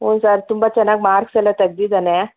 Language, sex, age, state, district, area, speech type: Kannada, female, 45-60, Karnataka, Chikkaballapur, rural, conversation